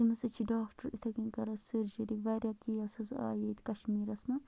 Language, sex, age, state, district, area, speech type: Kashmiri, female, 18-30, Jammu and Kashmir, Bandipora, rural, spontaneous